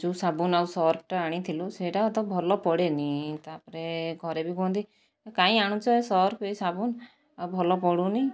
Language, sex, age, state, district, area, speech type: Odia, female, 45-60, Odisha, Kandhamal, rural, spontaneous